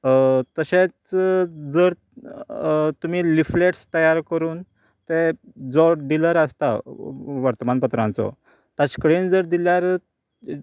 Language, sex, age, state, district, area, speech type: Goan Konkani, male, 45-60, Goa, Canacona, rural, spontaneous